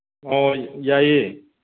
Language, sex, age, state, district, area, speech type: Manipuri, male, 30-45, Manipur, Kangpokpi, urban, conversation